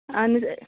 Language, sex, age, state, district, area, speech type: Kashmiri, female, 18-30, Jammu and Kashmir, Kupwara, rural, conversation